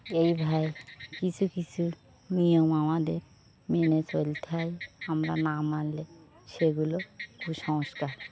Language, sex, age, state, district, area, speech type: Bengali, female, 45-60, West Bengal, Birbhum, urban, spontaneous